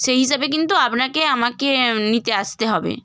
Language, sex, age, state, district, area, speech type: Bengali, female, 18-30, West Bengal, Hooghly, urban, spontaneous